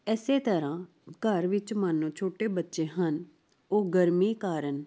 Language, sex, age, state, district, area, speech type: Punjabi, female, 30-45, Punjab, Jalandhar, urban, spontaneous